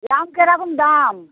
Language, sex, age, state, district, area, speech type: Bengali, female, 60+, West Bengal, Hooghly, rural, conversation